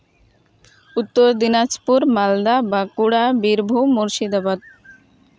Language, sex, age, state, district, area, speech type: Santali, female, 18-30, West Bengal, Uttar Dinajpur, rural, spontaneous